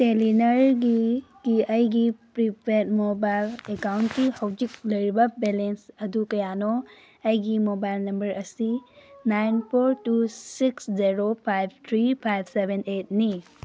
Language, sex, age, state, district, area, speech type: Manipuri, female, 18-30, Manipur, Kangpokpi, urban, read